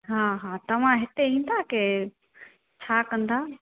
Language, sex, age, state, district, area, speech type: Sindhi, female, 30-45, Gujarat, Junagadh, rural, conversation